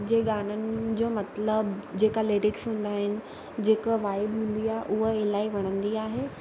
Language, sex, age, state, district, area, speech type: Sindhi, female, 18-30, Gujarat, Surat, urban, spontaneous